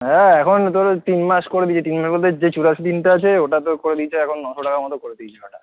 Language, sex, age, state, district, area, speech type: Bengali, male, 30-45, West Bengal, Kolkata, urban, conversation